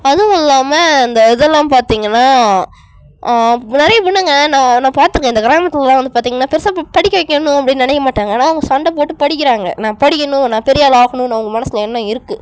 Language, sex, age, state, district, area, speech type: Tamil, female, 30-45, Tamil Nadu, Cuddalore, rural, spontaneous